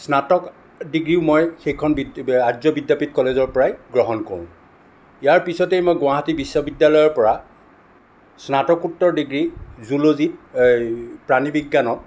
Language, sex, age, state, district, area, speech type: Assamese, male, 60+, Assam, Sonitpur, urban, spontaneous